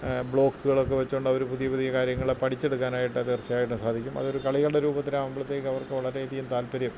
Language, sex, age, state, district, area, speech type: Malayalam, male, 60+, Kerala, Kottayam, rural, spontaneous